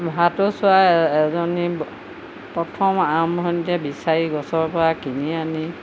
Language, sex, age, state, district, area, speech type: Assamese, female, 60+, Assam, Golaghat, urban, spontaneous